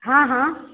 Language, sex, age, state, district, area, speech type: Maithili, female, 18-30, Bihar, Supaul, rural, conversation